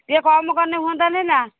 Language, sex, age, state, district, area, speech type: Odia, female, 60+, Odisha, Angul, rural, conversation